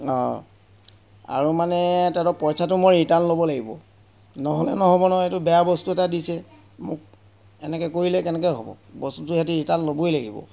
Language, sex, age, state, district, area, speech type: Assamese, male, 30-45, Assam, Sivasagar, rural, spontaneous